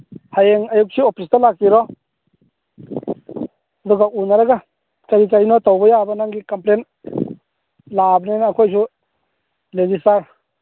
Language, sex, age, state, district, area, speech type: Manipuri, male, 30-45, Manipur, Churachandpur, rural, conversation